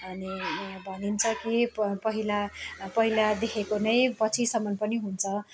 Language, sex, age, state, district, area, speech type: Nepali, female, 60+, West Bengal, Kalimpong, rural, spontaneous